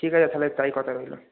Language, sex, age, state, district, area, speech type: Bengali, male, 18-30, West Bengal, Hooghly, urban, conversation